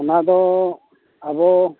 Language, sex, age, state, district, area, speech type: Santali, male, 60+, Odisha, Mayurbhanj, rural, conversation